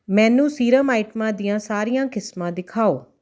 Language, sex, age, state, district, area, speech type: Punjabi, female, 30-45, Punjab, Jalandhar, urban, read